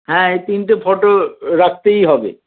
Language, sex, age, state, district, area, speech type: Bengali, male, 60+, West Bengal, Paschim Bardhaman, urban, conversation